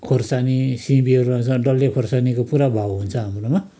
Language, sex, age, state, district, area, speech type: Nepali, male, 60+, West Bengal, Kalimpong, rural, spontaneous